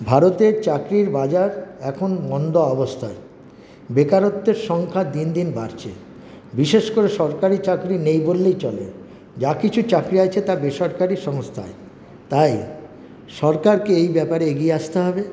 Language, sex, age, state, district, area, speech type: Bengali, male, 60+, West Bengal, Paschim Bardhaman, rural, spontaneous